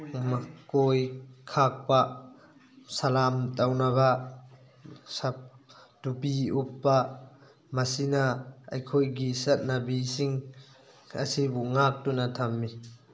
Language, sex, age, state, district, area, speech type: Manipuri, male, 18-30, Manipur, Thoubal, rural, spontaneous